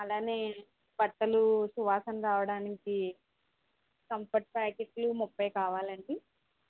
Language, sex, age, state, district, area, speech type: Telugu, female, 18-30, Andhra Pradesh, Konaseema, rural, conversation